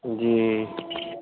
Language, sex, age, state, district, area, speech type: Urdu, male, 45-60, Uttar Pradesh, Aligarh, rural, conversation